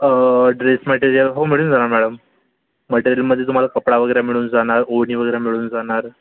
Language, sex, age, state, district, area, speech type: Marathi, male, 45-60, Maharashtra, Yavatmal, urban, conversation